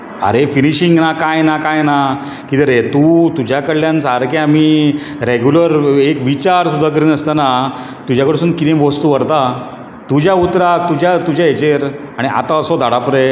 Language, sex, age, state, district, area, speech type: Goan Konkani, male, 45-60, Goa, Bardez, urban, spontaneous